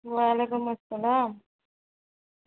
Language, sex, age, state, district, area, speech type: Urdu, female, 30-45, Delhi, New Delhi, urban, conversation